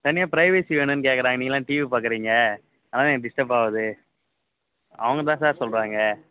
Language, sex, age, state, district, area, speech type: Tamil, male, 18-30, Tamil Nadu, Kallakurichi, rural, conversation